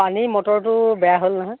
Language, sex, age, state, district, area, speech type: Assamese, female, 45-60, Assam, Golaghat, urban, conversation